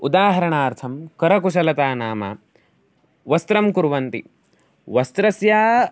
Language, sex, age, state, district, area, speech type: Sanskrit, male, 18-30, Karnataka, Davanagere, rural, spontaneous